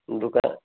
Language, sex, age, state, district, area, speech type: Marathi, male, 30-45, Maharashtra, Osmanabad, rural, conversation